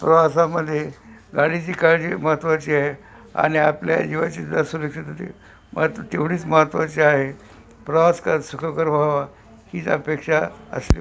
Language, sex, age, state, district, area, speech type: Marathi, male, 60+, Maharashtra, Nanded, rural, spontaneous